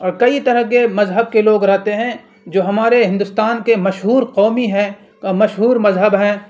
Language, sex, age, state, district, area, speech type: Urdu, male, 18-30, Bihar, Purnia, rural, spontaneous